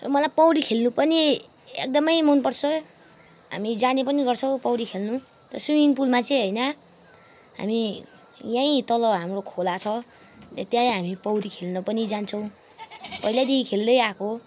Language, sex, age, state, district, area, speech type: Nepali, female, 18-30, West Bengal, Kalimpong, rural, spontaneous